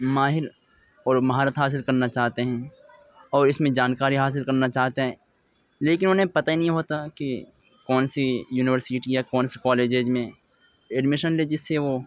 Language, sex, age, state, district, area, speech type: Urdu, male, 18-30, Uttar Pradesh, Ghaziabad, urban, spontaneous